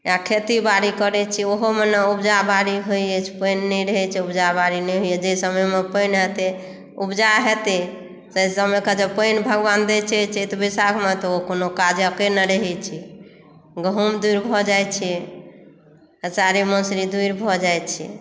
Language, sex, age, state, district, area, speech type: Maithili, female, 60+, Bihar, Madhubani, rural, spontaneous